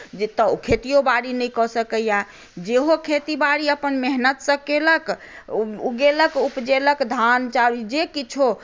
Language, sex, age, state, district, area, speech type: Maithili, female, 60+, Bihar, Madhubani, rural, spontaneous